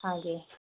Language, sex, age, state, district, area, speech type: Kannada, female, 30-45, Karnataka, Dakshina Kannada, rural, conversation